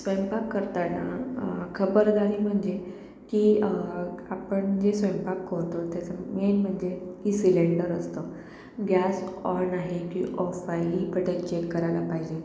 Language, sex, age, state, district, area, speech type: Marathi, female, 30-45, Maharashtra, Akola, urban, spontaneous